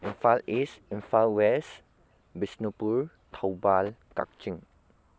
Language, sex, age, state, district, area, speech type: Manipuri, male, 18-30, Manipur, Bishnupur, rural, spontaneous